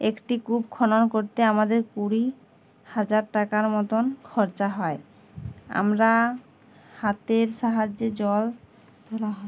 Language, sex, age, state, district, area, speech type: Bengali, female, 18-30, West Bengal, Uttar Dinajpur, urban, spontaneous